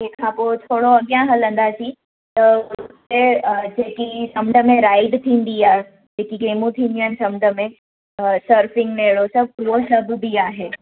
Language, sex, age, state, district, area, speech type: Sindhi, female, 18-30, Gujarat, Surat, urban, conversation